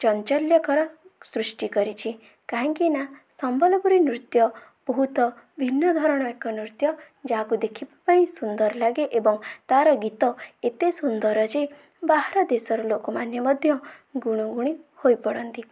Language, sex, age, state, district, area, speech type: Odia, female, 18-30, Odisha, Bhadrak, rural, spontaneous